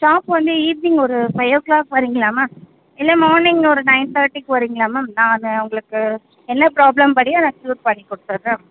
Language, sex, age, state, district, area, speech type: Tamil, female, 18-30, Tamil Nadu, Chengalpattu, rural, conversation